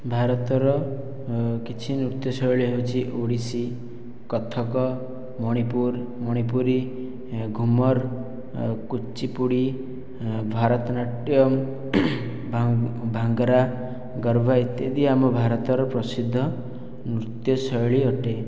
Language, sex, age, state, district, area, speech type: Odia, male, 18-30, Odisha, Khordha, rural, spontaneous